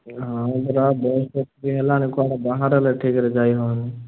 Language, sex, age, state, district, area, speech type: Odia, male, 18-30, Odisha, Rayagada, urban, conversation